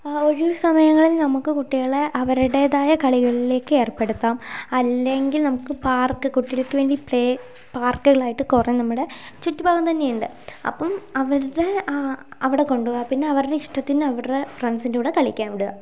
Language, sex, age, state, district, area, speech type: Malayalam, female, 18-30, Kerala, Wayanad, rural, spontaneous